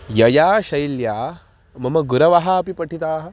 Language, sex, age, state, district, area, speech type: Sanskrit, male, 18-30, Maharashtra, Nagpur, urban, spontaneous